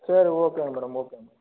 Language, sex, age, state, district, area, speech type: Tamil, male, 30-45, Tamil Nadu, Cuddalore, rural, conversation